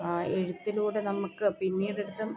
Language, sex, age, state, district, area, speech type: Malayalam, female, 30-45, Kerala, Kollam, rural, spontaneous